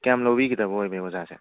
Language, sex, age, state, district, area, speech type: Manipuri, male, 45-60, Manipur, Churachandpur, rural, conversation